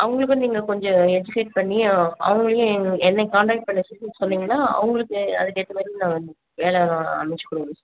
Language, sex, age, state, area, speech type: Tamil, female, 30-45, Tamil Nadu, urban, conversation